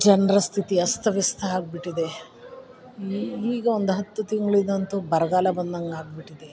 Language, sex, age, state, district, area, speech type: Kannada, female, 45-60, Karnataka, Chikkamagaluru, rural, spontaneous